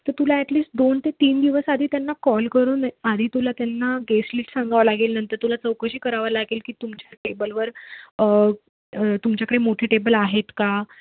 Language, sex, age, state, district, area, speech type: Marathi, female, 18-30, Maharashtra, Mumbai City, urban, conversation